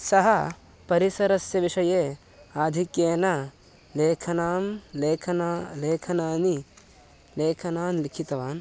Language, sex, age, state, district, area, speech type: Sanskrit, male, 18-30, Karnataka, Mysore, rural, spontaneous